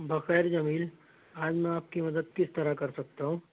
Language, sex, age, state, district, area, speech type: Urdu, male, 18-30, Maharashtra, Nashik, urban, conversation